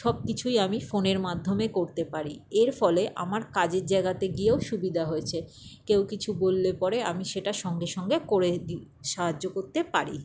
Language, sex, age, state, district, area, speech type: Bengali, female, 45-60, West Bengal, Jhargram, rural, spontaneous